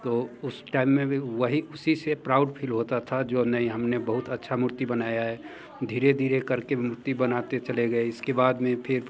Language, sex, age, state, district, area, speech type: Hindi, male, 30-45, Bihar, Muzaffarpur, rural, spontaneous